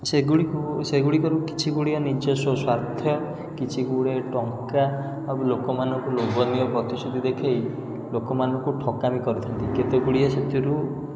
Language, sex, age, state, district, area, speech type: Odia, male, 18-30, Odisha, Puri, urban, spontaneous